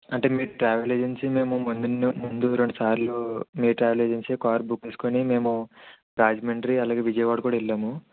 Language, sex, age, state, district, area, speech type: Telugu, male, 45-60, Andhra Pradesh, Kakinada, urban, conversation